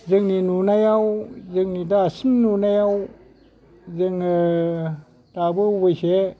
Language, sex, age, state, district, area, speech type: Bodo, male, 60+, Assam, Kokrajhar, urban, spontaneous